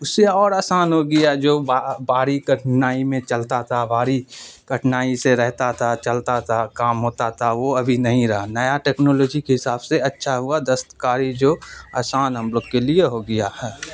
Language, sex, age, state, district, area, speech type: Urdu, male, 45-60, Bihar, Supaul, rural, spontaneous